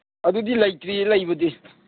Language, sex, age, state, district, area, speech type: Manipuri, male, 60+, Manipur, Kangpokpi, urban, conversation